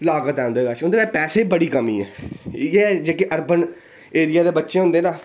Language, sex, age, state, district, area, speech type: Dogri, male, 18-30, Jammu and Kashmir, Reasi, rural, spontaneous